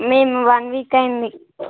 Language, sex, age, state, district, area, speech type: Telugu, female, 18-30, Andhra Pradesh, Visakhapatnam, urban, conversation